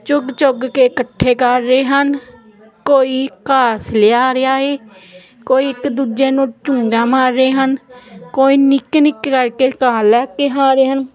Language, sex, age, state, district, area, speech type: Punjabi, female, 30-45, Punjab, Jalandhar, urban, spontaneous